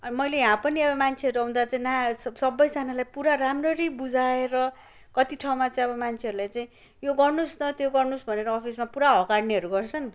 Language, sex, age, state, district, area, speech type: Nepali, male, 30-45, West Bengal, Kalimpong, rural, spontaneous